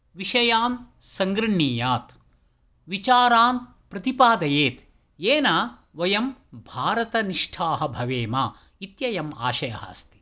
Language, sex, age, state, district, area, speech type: Sanskrit, male, 60+, Karnataka, Tumkur, urban, spontaneous